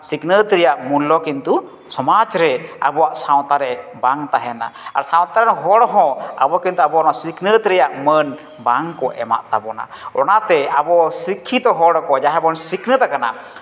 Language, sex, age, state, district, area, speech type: Santali, male, 30-45, West Bengal, Jhargram, rural, spontaneous